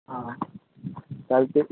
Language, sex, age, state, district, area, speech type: Marathi, male, 18-30, Maharashtra, Nanded, rural, conversation